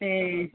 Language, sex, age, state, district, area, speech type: Nepali, female, 45-60, West Bengal, Jalpaiguri, urban, conversation